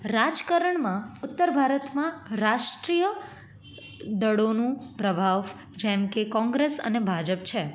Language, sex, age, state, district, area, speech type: Gujarati, female, 18-30, Gujarat, Anand, urban, spontaneous